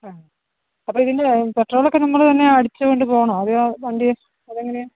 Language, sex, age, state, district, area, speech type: Malayalam, female, 30-45, Kerala, Idukki, rural, conversation